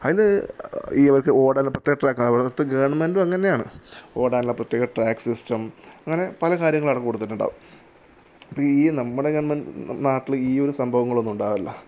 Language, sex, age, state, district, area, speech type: Malayalam, male, 30-45, Kerala, Kasaragod, rural, spontaneous